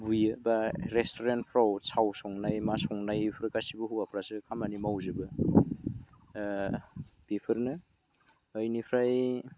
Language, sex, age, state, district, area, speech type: Bodo, male, 18-30, Assam, Udalguri, rural, spontaneous